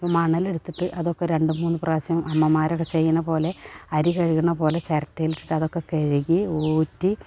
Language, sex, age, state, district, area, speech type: Malayalam, female, 45-60, Kerala, Malappuram, rural, spontaneous